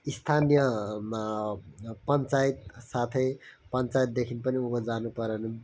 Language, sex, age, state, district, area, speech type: Nepali, male, 18-30, West Bengal, Kalimpong, rural, spontaneous